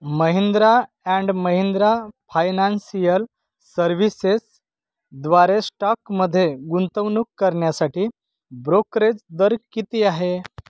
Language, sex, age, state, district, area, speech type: Marathi, male, 30-45, Maharashtra, Gadchiroli, rural, read